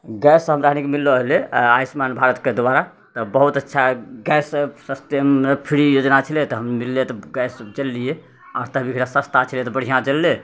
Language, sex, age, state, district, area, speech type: Maithili, male, 60+, Bihar, Purnia, urban, spontaneous